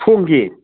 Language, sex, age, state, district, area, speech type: Manipuri, male, 45-60, Manipur, Kangpokpi, urban, conversation